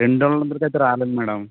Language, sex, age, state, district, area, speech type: Telugu, male, 30-45, Andhra Pradesh, Konaseema, rural, conversation